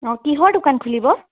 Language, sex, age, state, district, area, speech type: Assamese, female, 18-30, Assam, Majuli, urban, conversation